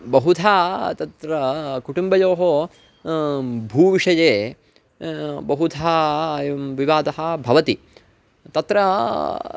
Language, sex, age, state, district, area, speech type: Sanskrit, male, 18-30, Karnataka, Uttara Kannada, rural, spontaneous